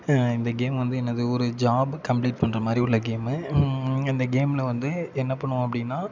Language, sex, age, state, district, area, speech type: Tamil, male, 18-30, Tamil Nadu, Thanjavur, urban, spontaneous